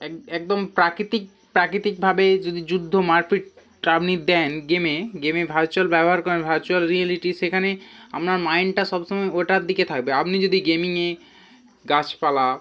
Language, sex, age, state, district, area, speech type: Bengali, male, 18-30, West Bengal, Hooghly, urban, spontaneous